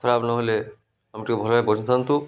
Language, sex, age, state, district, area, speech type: Odia, male, 45-60, Odisha, Malkangiri, urban, spontaneous